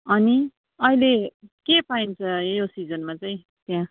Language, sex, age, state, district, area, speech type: Nepali, female, 30-45, West Bengal, Darjeeling, rural, conversation